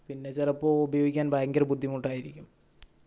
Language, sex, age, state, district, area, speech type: Malayalam, male, 18-30, Kerala, Wayanad, rural, spontaneous